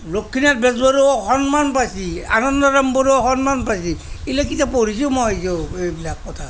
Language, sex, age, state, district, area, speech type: Assamese, male, 60+, Assam, Kamrup Metropolitan, urban, spontaneous